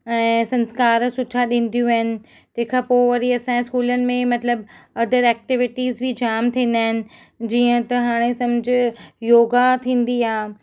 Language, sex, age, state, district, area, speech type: Sindhi, female, 30-45, Maharashtra, Mumbai Suburban, urban, spontaneous